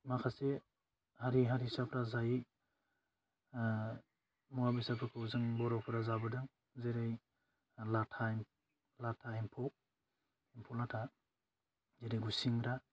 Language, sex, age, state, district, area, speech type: Bodo, male, 18-30, Assam, Udalguri, rural, spontaneous